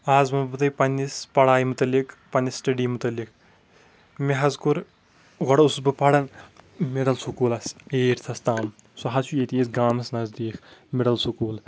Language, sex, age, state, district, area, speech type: Kashmiri, male, 30-45, Jammu and Kashmir, Kulgam, rural, spontaneous